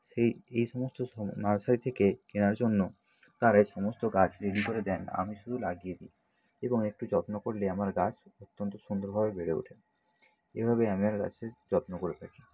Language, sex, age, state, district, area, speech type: Bengali, male, 60+, West Bengal, Nadia, rural, spontaneous